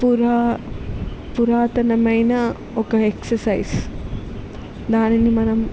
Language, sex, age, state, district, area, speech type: Telugu, female, 18-30, Telangana, Peddapalli, rural, spontaneous